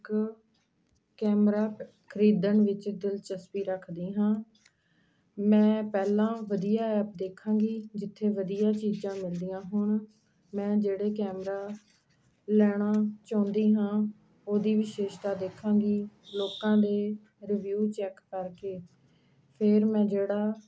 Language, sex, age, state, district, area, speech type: Punjabi, female, 45-60, Punjab, Ludhiana, urban, spontaneous